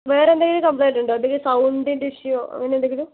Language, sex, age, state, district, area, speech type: Malayalam, female, 18-30, Kerala, Kannur, rural, conversation